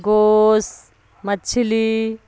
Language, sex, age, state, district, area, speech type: Urdu, female, 60+, Bihar, Darbhanga, rural, spontaneous